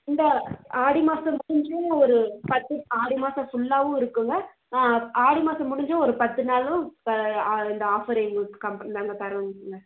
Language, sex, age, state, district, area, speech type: Tamil, female, 18-30, Tamil Nadu, Krishnagiri, rural, conversation